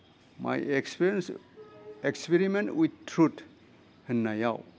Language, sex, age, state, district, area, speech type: Bodo, male, 60+, Assam, Udalguri, urban, spontaneous